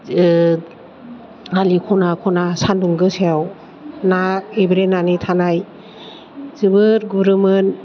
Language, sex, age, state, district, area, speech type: Bodo, female, 45-60, Assam, Kokrajhar, urban, spontaneous